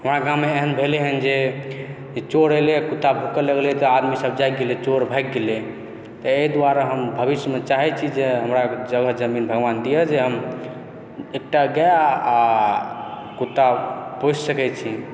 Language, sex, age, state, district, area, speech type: Maithili, male, 18-30, Bihar, Supaul, rural, spontaneous